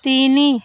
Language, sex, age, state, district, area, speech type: Odia, female, 18-30, Odisha, Rayagada, rural, read